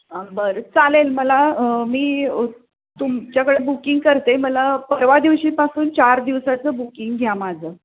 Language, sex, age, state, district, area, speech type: Marathi, female, 45-60, Maharashtra, Sangli, rural, conversation